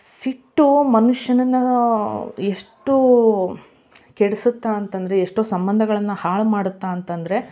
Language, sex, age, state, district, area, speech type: Kannada, female, 30-45, Karnataka, Koppal, rural, spontaneous